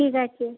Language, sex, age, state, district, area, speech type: Bengali, female, 45-60, West Bengal, Uttar Dinajpur, urban, conversation